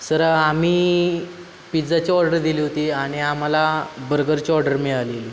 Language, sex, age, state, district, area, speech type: Marathi, male, 18-30, Maharashtra, Satara, urban, spontaneous